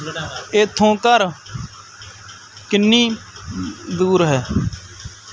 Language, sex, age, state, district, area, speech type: Punjabi, male, 18-30, Punjab, Barnala, rural, read